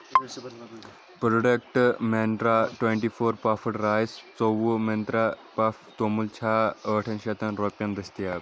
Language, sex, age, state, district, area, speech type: Kashmiri, male, 18-30, Jammu and Kashmir, Kulgam, rural, read